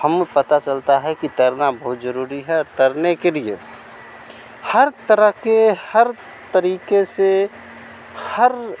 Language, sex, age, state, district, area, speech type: Hindi, male, 45-60, Bihar, Vaishali, urban, spontaneous